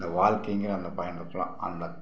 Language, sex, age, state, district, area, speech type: Tamil, male, 60+, Tamil Nadu, Tiruppur, rural, spontaneous